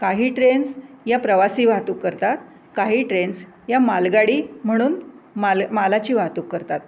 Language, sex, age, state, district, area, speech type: Marathi, female, 60+, Maharashtra, Pune, urban, spontaneous